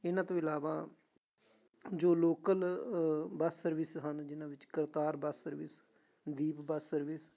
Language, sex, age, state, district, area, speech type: Punjabi, male, 30-45, Punjab, Amritsar, urban, spontaneous